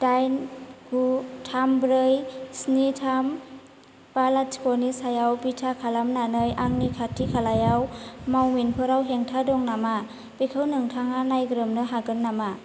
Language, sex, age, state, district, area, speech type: Bodo, female, 18-30, Assam, Kokrajhar, urban, read